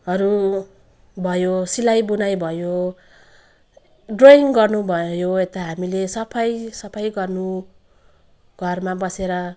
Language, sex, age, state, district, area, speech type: Nepali, female, 45-60, West Bengal, Jalpaiguri, rural, spontaneous